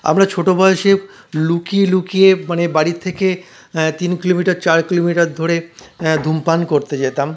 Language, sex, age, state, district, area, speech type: Bengali, male, 45-60, West Bengal, Paschim Bardhaman, urban, spontaneous